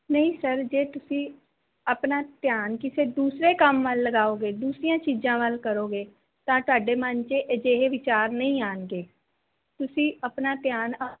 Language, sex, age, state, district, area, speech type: Punjabi, female, 30-45, Punjab, Fazilka, rural, conversation